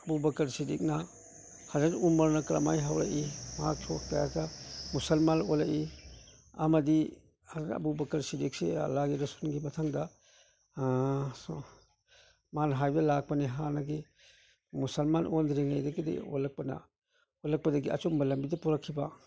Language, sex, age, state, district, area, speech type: Manipuri, male, 60+, Manipur, Imphal East, urban, spontaneous